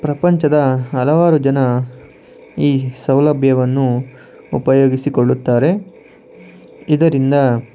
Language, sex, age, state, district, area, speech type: Kannada, male, 45-60, Karnataka, Tumkur, urban, spontaneous